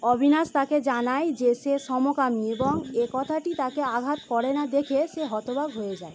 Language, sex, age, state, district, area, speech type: Bengali, female, 18-30, West Bengal, Howrah, urban, read